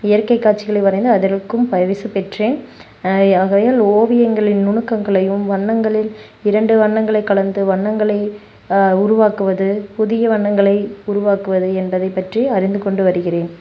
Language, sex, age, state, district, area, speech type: Tamil, female, 18-30, Tamil Nadu, Namakkal, rural, spontaneous